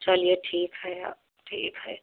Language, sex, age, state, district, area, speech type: Hindi, female, 45-60, Uttar Pradesh, Prayagraj, rural, conversation